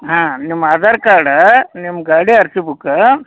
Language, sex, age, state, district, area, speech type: Kannada, male, 45-60, Karnataka, Belgaum, rural, conversation